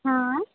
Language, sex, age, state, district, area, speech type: Marathi, female, 18-30, Maharashtra, Mumbai Suburban, urban, conversation